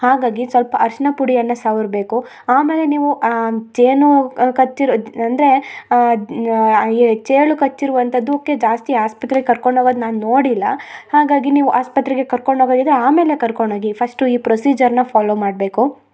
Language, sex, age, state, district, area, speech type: Kannada, female, 18-30, Karnataka, Chikkamagaluru, rural, spontaneous